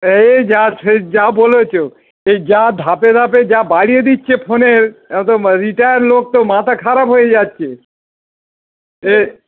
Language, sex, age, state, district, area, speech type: Bengali, male, 60+, West Bengal, Howrah, urban, conversation